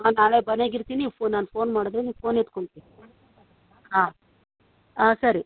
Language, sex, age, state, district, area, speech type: Kannada, female, 45-60, Karnataka, Bangalore Urban, rural, conversation